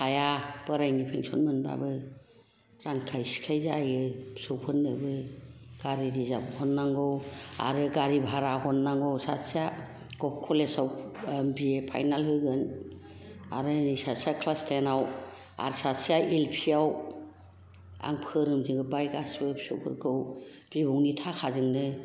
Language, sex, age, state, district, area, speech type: Bodo, female, 60+, Assam, Kokrajhar, rural, spontaneous